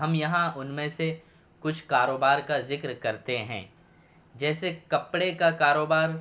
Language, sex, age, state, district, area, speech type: Urdu, male, 18-30, Bihar, Purnia, rural, spontaneous